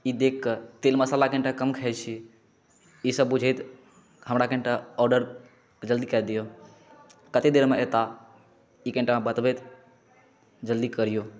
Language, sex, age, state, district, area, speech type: Maithili, male, 18-30, Bihar, Saharsa, rural, spontaneous